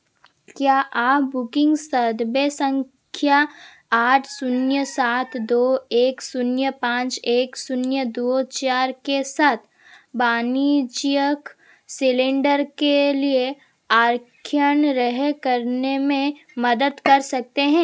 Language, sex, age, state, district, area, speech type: Hindi, female, 18-30, Madhya Pradesh, Seoni, urban, read